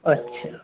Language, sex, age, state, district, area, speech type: Hindi, male, 18-30, Rajasthan, Karauli, rural, conversation